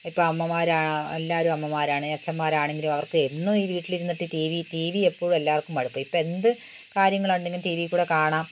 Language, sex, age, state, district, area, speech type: Malayalam, female, 60+, Kerala, Wayanad, rural, spontaneous